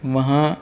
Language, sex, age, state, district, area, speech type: Urdu, male, 18-30, Delhi, Central Delhi, urban, spontaneous